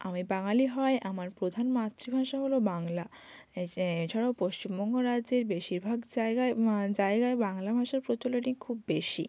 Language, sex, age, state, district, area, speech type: Bengali, female, 18-30, West Bengal, Bankura, urban, spontaneous